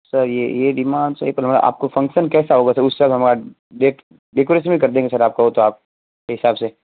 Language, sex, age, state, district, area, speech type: Hindi, male, 18-30, Rajasthan, Jodhpur, rural, conversation